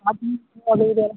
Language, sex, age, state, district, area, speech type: Kannada, male, 30-45, Karnataka, Raichur, rural, conversation